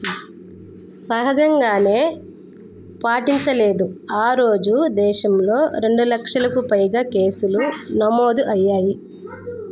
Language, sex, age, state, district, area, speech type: Telugu, female, 30-45, Andhra Pradesh, Nellore, rural, read